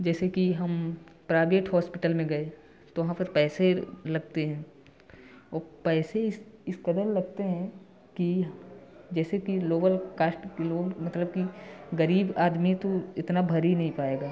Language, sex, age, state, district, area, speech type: Hindi, male, 18-30, Uttar Pradesh, Prayagraj, rural, spontaneous